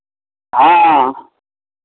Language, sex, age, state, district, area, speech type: Maithili, male, 60+, Bihar, Madhepura, rural, conversation